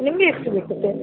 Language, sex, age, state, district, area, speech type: Kannada, female, 60+, Karnataka, Dakshina Kannada, rural, conversation